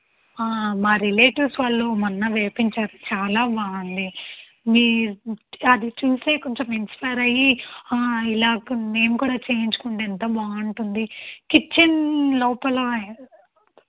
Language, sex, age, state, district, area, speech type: Telugu, female, 30-45, Andhra Pradesh, N T Rama Rao, urban, conversation